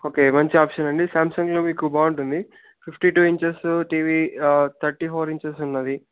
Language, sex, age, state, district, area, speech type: Telugu, male, 30-45, Andhra Pradesh, Sri Balaji, rural, conversation